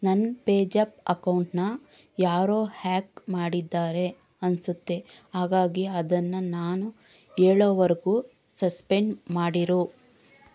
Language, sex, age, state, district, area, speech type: Kannada, female, 30-45, Karnataka, Bangalore Urban, rural, read